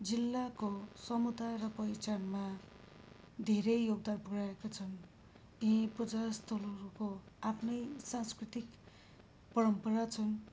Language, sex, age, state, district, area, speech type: Nepali, female, 45-60, West Bengal, Darjeeling, rural, spontaneous